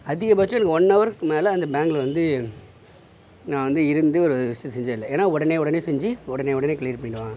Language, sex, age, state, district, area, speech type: Tamil, male, 60+, Tamil Nadu, Mayiladuthurai, rural, spontaneous